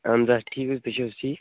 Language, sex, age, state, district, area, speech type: Kashmiri, male, 18-30, Jammu and Kashmir, Kupwara, urban, conversation